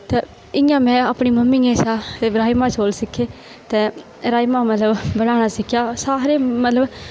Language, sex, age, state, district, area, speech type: Dogri, female, 18-30, Jammu and Kashmir, Kathua, rural, spontaneous